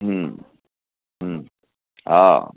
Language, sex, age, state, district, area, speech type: Sindhi, male, 45-60, Rajasthan, Ajmer, urban, conversation